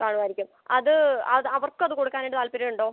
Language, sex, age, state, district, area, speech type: Malayalam, male, 18-30, Kerala, Alappuzha, rural, conversation